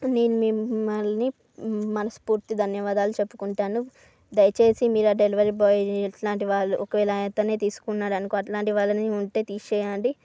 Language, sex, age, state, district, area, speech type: Telugu, female, 45-60, Andhra Pradesh, Srikakulam, urban, spontaneous